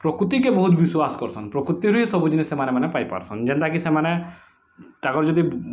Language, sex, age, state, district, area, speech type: Odia, male, 18-30, Odisha, Bargarh, rural, spontaneous